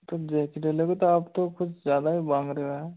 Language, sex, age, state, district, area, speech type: Hindi, male, 18-30, Rajasthan, Jodhpur, rural, conversation